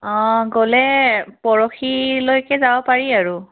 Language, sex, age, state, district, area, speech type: Assamese, female, 30-45, Assam, Kamrup Metropolitan, urban, conversation